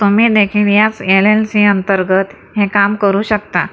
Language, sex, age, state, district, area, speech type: Marathi, female, 45-60, Maharashtra, Akola, urban, read